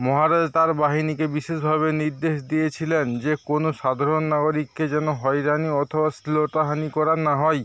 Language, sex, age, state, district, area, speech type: Bengali, male, 30-45, West Bengal, Paschim Medinipur, rural, read